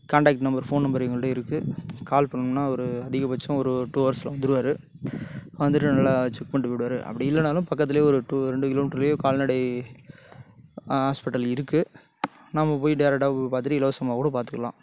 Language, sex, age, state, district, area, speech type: Tamil, male, 30-45, Tamil Nadu, Tiruchirappalli, rural, spontaneous